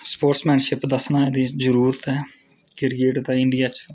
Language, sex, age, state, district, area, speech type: Dogri, male, 30-45, Jammu and Kashmir, Udhampur, rural, spontaneous